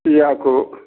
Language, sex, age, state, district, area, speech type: Telugu, male, 60+, Andhra Pradesh, Sri Balaji, urban, conversation